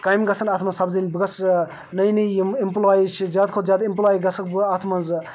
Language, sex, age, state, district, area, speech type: Kashmiri, male, 30-45, Jammu and Kashmir, Baramulla, rural, spontaneous